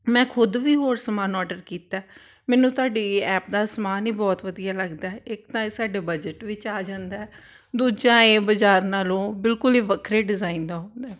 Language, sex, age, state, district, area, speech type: Punjabi, female, 30-45, Punjab, Tarn Taran, urban, spontaneous